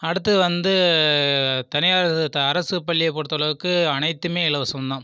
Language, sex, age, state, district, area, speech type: Tamil, male, 30-45, Tamil Nadu, Viluppuram, rural, spontaneous